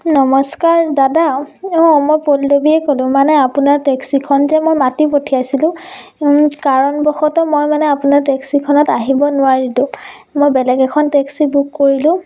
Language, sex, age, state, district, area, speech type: Assamese, female, 18-30, Assam, Biswanath, rural, spontaneous